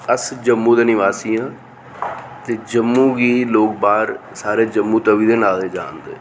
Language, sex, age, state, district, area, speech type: Dogri, male, 45-60, Jammu and Kashmir, Reasi, urban, spontaneous